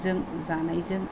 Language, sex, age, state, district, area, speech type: Bodo, female, 45-60, Assam, Kokrajhar, rural, spontaneous